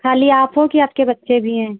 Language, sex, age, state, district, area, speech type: Hindi, female, 30-45, Uttar Pradesh, Hardoi, rural, conversation